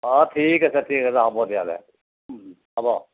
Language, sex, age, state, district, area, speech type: Assamese, male, 45-60, Assam, Sivasagar, rural, conversation